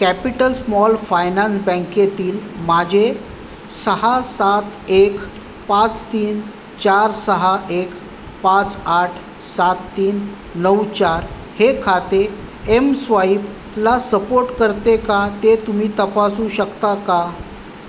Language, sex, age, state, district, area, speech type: Marathi, male, 45-60, Maharashtra, Raigad, urban, read